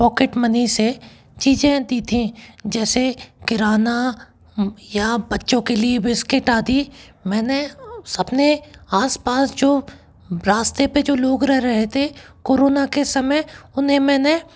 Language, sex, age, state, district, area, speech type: Hindi, male, 18-30, Madhya Pradesh, Bhopal, urban, spontaneous